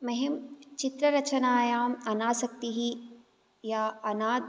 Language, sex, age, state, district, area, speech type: Sanskrit, female, 18-30, Karnataka, Bangalore Rural, urban, spontaneous